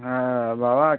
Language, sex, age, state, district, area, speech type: Bengali, male, 18-30, West Bengal, Howrah, urban, conversation